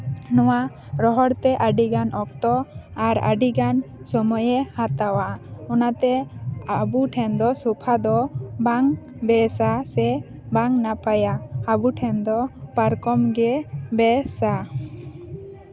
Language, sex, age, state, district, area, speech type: Santali, female, 18-30, West Bengal, Paschim Bardhaman, rural, spontaneous